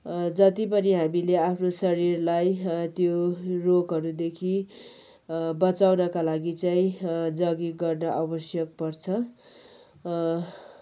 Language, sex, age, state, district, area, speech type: Nepali, female, 30-45, West Bengal, Kalimpong, rural, spontaneous